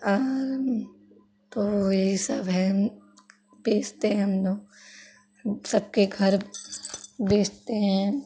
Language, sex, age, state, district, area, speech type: Hindi, female, 18-30, Uttar Pradesh, Chandauli, rural, spontaneous